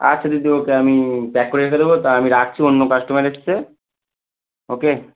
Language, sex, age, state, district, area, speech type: Bengali, male, 18-30, West Bengal, Howrah, urban, conversation